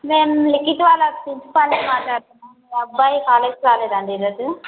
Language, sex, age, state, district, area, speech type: Telugu, female, 18-30, Telangana, Nagarkurnool, rural, conversation